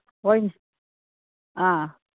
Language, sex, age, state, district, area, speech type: Manipuri, female, 60+, Manipur, Imphal East, rural, conversation